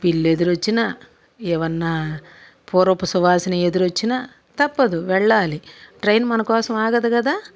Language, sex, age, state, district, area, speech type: Telugu, female, 45-60, Andhra Pradesh, Bapatla, urban, spontaneous